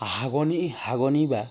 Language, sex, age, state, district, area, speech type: Assamese, male, 30-45, Assam, Majuli, urban, spontaneous